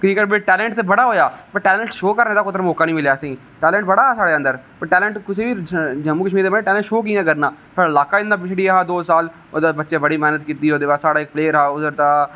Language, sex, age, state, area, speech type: Dogri, male, 18-30, Jammu and Kashmir, rural, spontaneous